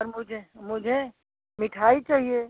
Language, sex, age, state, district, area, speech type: Hindi, female, 60+, Uttar Pradesh, Azamgarh, rural, conversation